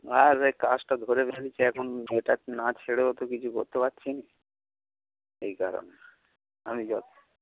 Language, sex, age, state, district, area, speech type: Bengali, male, 45-60, West Bengal, Hooghly, rural, conversation